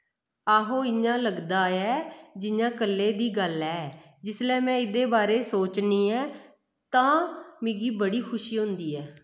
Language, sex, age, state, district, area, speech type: Dogri, female, 30-45, Jammu and Kashmir, Kathua, rural, read